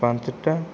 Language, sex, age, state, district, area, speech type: Odia, male, 45-60, Odisha, Kandhamal, rural, spontaneous